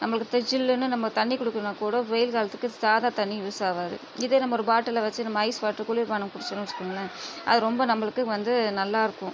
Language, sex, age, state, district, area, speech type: Tamil, female, 30-45, Tamil Nadu, Tiruchirappalli, rural, spontaneous